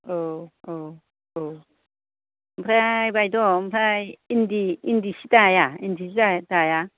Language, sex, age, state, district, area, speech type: Bodo, female, 45-60, Assam, Kokrajhar, urban, conversation